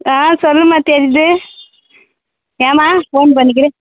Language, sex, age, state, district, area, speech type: Tamil, female, 18-30, Tamil Nadu, Tirupattur, rural, conversation